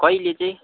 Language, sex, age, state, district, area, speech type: Nepali, male, 18-30, West Bengal, Kalimpong, rural, conversation